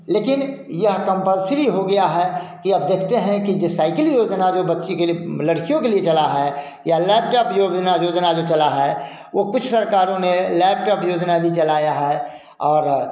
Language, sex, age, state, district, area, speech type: Hindi, male, 60+, Bihar, Samastipur, rural, spontaneous